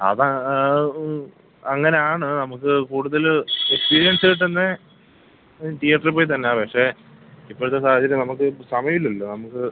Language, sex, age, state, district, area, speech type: Malayalam, male, 18-30, Kerala, Kollam, rural, conversation